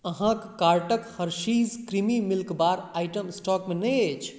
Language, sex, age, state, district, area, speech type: Maithili, male, 30-45, Bihar, Madhubani, rural, read